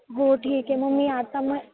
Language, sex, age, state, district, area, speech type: Marathi, female, 18-30, Maharashtra, Nashik, urban, conversation